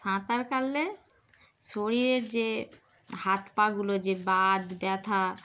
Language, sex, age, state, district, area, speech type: Bengali, female, 30-45, West Bengal, Darjeeling, urban, spontaneous